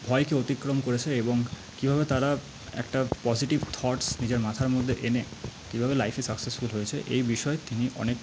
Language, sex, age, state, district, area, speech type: Bengali, male, 30-45, West Bengal, Paschim Bardhaman, urban, spontaneous